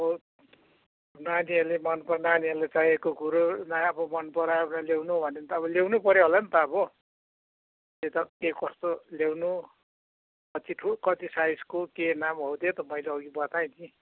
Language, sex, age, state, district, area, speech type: Nepali, male, 60+, West Bengal, Kalimpong, rural, conversation